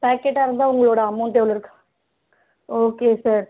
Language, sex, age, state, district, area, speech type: Tamil, female, 18-30, Tamil Nadu, Dharmapuri, rural, conversation